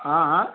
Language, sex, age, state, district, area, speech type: Assamese, male, 30-45, Assam, Nagaon, rural, conversation